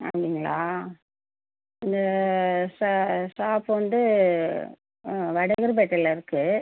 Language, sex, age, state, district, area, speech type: Tamil, female, 45-60, Tamil Nadu, Tiruchirappalli, rural, conversation